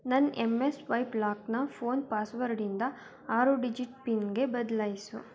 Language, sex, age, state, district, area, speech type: Kannada, female, 18-30, Karnataka, Davanagere, urban, read